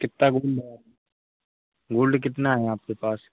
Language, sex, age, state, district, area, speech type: Hindi, male, 18-30, Madhya Pradesh, Gwalior, rural, conversation